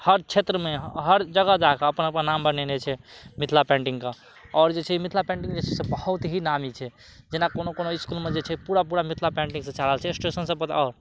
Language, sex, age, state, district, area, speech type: Maithili, male, 30-45, Bihar, Madhubani, rural, spontaneous